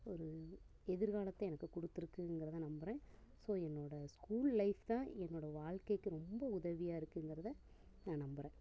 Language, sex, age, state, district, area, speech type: Tamil, female, 30-45, Tamil Nadu, Namakkal, rural, spontaneous